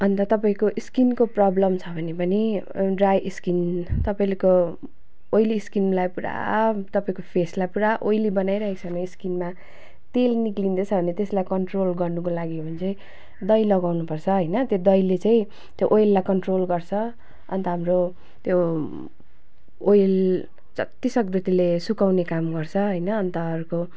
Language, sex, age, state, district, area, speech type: Nepali, female, 30-45, West Bengal, Darjeeling, rural, spontaneous